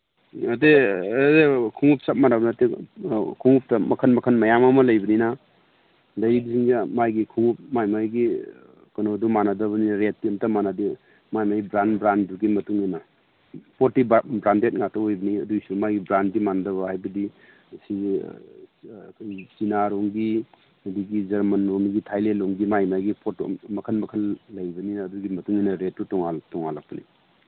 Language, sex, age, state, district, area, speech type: Manipuri, male, 60+, Manipur, Imphal East, rural, conversation